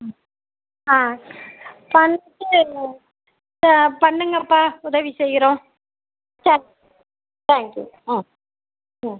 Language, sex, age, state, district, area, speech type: Tamil, female, 45-60, Tamil Nadu, Tiruchirappalli, rural, conversation